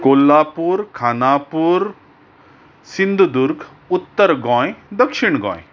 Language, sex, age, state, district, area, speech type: Goan Konkani, male, 45-60, Goa, Bardez, urban, spontaneous